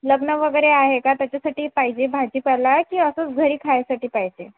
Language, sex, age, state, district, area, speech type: Marathi, female, 18-30, Maharashtra, Wardha, rural, conversation